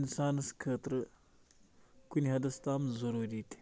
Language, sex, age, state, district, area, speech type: Kashmiri, male, 45-60, Jammu and Kashmir, Baramulla, rural, spontaneous